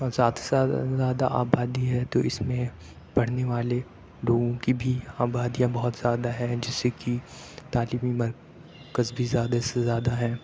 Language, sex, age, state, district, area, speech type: Urdu, male, 18-30, Uttar Pradesh, Aligarh, urban, spontaneous